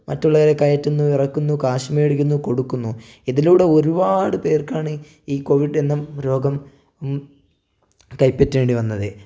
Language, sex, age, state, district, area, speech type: Malayalam, male, 18-30, Kerala, Wayanad, rural, spontaneous